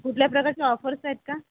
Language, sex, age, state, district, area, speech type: Marathi, female, 30-45, Maharashtra, Akola, urban, conversation